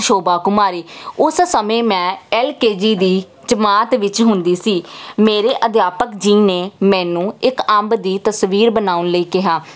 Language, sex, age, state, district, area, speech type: Punjabi, female, 18-30, Punjab, Jalandhar, urban, spontaneous